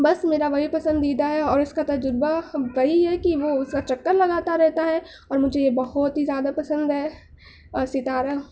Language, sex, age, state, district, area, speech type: Urdu, female, 18-30, Uttar Pradesh, Mau, urban, spontaneous